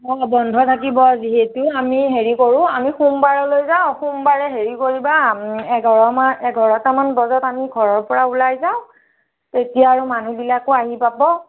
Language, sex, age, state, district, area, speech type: Assamese, female, 45-60, Assam, Nagaon, rural, conversation